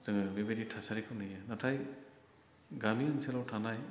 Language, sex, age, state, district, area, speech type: Bodo, male, 45-60, Assam, Chirang, rural, spontaneous